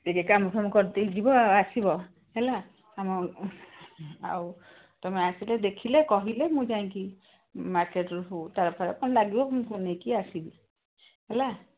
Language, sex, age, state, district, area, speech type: Odia, female, 60+, Odisha, Gajapati, rural, conversation